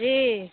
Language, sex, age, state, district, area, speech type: Hindi, female, 45-60, Bihar, Samastipur, rural, conversation